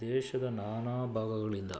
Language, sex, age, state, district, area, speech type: Kannada, male, 45-60, Karnataka, Bangalore Urban, rural, spontaneous